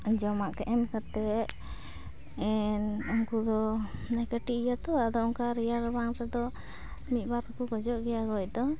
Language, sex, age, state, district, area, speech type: Santali, female, 18-30, West Bengal, Uttar Dinajpur, rural, spontaneous